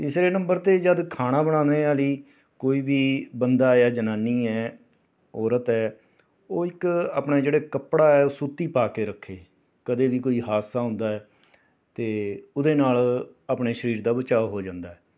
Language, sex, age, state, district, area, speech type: Punjabi, male, 45-60, Punjab, Rupnagar, urban, spontaneous